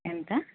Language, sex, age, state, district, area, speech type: Telugu, female, 18-30, Andhra Pradesh, N T Rama Rao, rural, conversation